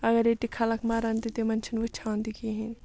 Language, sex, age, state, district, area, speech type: Kashmiri, female, 45-60, Jammu and Kashmir, Ganderbal, rural, spontaneous